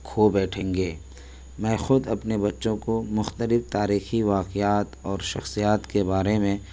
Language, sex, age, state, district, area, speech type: Urdu, male, 18-30, Delhi, New Delhi, rural, spontaneous